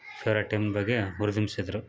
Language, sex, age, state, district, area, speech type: Kannada, male, 30-45, Karnataka, Bellary, rural, spontaneous